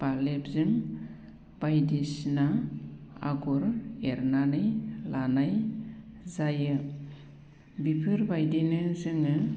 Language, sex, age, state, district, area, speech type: Bodo, female, 45-60, Assam, Baksa, rural, spontaneous